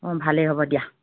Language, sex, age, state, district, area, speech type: Assamese, female, 45-60, Assam, Golaghat, rural, conversation